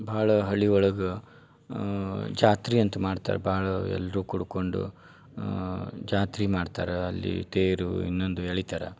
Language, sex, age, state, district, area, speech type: Kannada, male, 30-45, Karnataka, Dharwad, rural, spontaneous